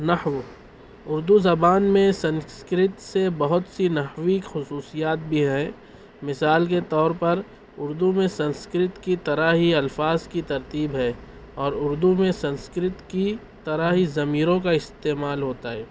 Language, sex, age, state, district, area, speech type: Urdu, male, 18-30, Maharashtra, Nashik, urban, spontaneous